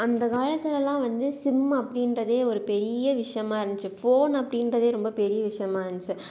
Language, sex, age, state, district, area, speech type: Tamil, female, 18-30, Tamil Nadu, Salem, urban, spontaneous